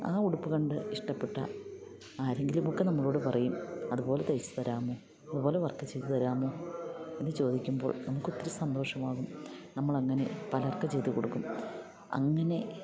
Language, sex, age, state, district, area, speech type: Malayalam, female, 45-60, Kerala, Idukki, rural, spontaneous